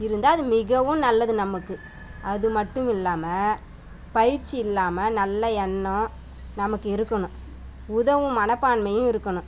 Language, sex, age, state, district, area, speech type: Tamil, female, 30-45, Tamil Nadu, Tiruvannamalai, rural, spontaneous